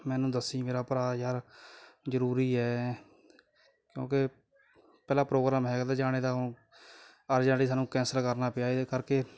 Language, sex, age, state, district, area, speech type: Punjabi, male, 18-30, Punjab, Kapurthala, rural, spontaneous